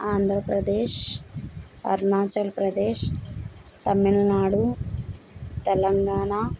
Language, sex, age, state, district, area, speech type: Telugu, female, 30-45, Andhra Pradesh, N T Rama Rao, urban, spontaneous